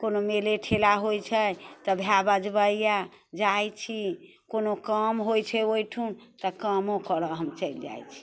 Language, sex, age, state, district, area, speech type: Maithili, female, 60+, Bihar, Muzaffarpur, urban, spontaneous